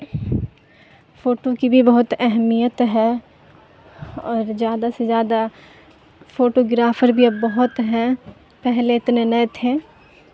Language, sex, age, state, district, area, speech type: Urdu, female, 18-30, Bihar, Supaul, rural, spontaneous